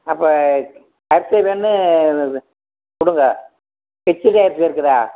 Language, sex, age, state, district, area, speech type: Tamil, male, 60+, Tamil Nadu, Erode, rural, conversation